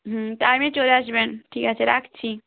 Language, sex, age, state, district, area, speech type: Bengali, female, 30-45, West Bengal, Purba Medinipur, rural, conversation